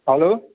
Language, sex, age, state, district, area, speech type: Nepali, male, 18-30, West Bengal, Darjeeling, rural, conversation